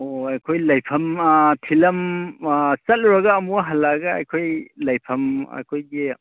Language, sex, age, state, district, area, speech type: Manipuri, male, 30-45, Manipur, Churachandpur, rural, conversation